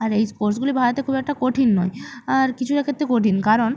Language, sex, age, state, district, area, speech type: Bengali, female, 30-45, West Bengal, Purba Medinipur, rural, spontaneous